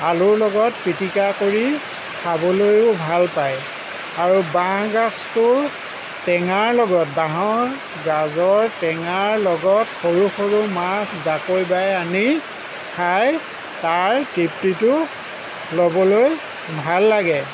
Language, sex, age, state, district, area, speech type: Assamese, male, 60+, Assam, Lakhimpur, rural, spontaneous